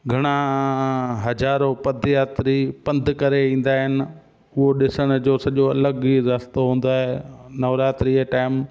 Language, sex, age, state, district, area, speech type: Sindhi, male, 45-60, Gujarat, Kutch, rural, spontaneous